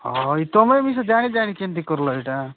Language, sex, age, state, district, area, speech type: Odia, male, 45-60, Odisha, Nabarangpur, rural, conversation